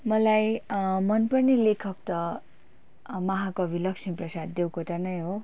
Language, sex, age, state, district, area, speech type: Nepali, female, 18-30, West Bengal, Darjeeling, rural, spontaneous